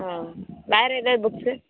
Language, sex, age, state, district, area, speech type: Tamil, female, 18-30, Tamil Nadu, Dharmapuri, rural, conversation